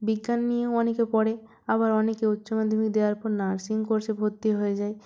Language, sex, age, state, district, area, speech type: Bengali, female, 18-30, West Bengal, Purba Medinipur, rural, spontaneous